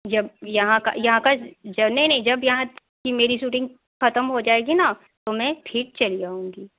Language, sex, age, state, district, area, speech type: Hindi, female, 45-60, Bihar, Darbhanga, rural, conversation